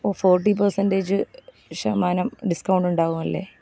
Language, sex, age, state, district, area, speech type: Malayalam, female, 30-45, Kerala, Alappuzha, rural, spontaneous